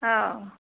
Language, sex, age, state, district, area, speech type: Manipuri, female, 45-60, Manipur, Tengnoupal, rural, conversation